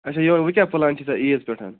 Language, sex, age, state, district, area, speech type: Kashmiri, male, 45-60, Jammu and Kashmir, Budgam, rural, conversation